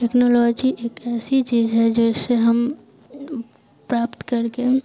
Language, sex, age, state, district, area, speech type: Hindi, female, 18-30, Bihar, Madhepura, rural, spontaneous